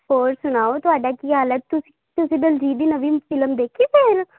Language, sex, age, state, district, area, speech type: Punjabi, female, 18-30, Punjab, Tarn Taran, urban, conversation